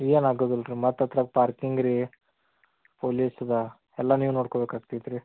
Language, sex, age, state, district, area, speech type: Kannada, male, 30-45, Karnataka, Belgaum, rural, conversation